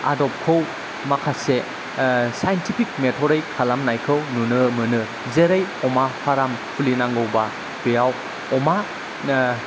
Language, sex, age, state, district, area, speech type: Bodo, male, 30-45, Assam, Kokrajhar, rural, spontaneous